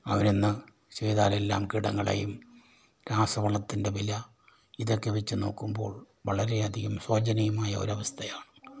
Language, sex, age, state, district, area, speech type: Malayalam, male, 60+, Kerala, Kollam, rural, spontaneous